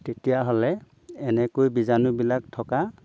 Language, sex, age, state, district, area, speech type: Assamese, male, 60+, Assam, Golaghat, urban, spontaneous